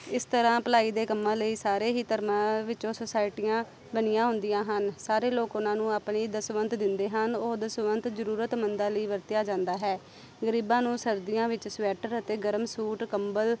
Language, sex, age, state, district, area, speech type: Punjabi, female, 30-45, Punjab, Amritsar, urban, spontaneous